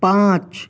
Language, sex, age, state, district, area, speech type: Urdu, male, 18-30, Delhi, South Delhi, urban, read